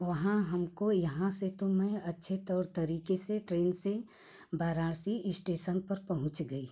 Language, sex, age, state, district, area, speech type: Hindi, female, 45-60, Uttar Pradesh, Ghazipur, rural, spontaneous